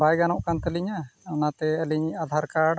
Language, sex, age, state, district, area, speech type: Santali, male, 45-60, Odisha, Mayurbhanj, rural, spontaneous